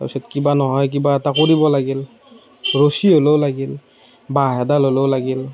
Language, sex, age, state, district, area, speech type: Assamese, male, 30-45, Assam, Morigaon, rural, spontaneous